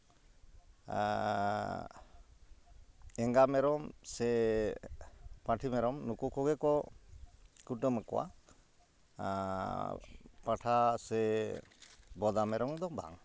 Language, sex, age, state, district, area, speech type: Santali, male, 45-60, West Bengal, Purulia, rural, spontaneous